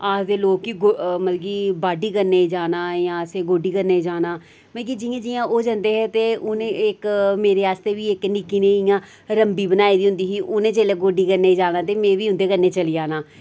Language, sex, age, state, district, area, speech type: Dogri, female, 30-45, Jammu and Kashmir, Reasi, rural, spontaneous